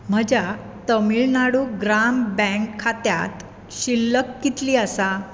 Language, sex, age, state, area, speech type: Goan Konkani, female, 45-60, Maharashtra, urban, read